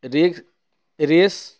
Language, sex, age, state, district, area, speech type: Bengali, male, 30-45, West Bengal, Uttar Dinajpur, urban, spontaneous